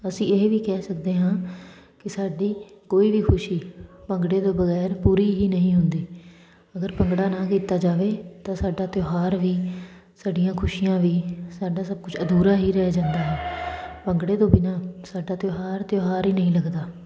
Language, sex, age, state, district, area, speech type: Punjabi, female, 30-45, Punjab, Kapurthala, urban, spontaneous